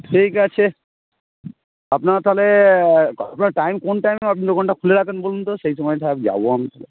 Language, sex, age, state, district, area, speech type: Bengali, male, 45-60, West Bengal, Hooghly, rural, conversation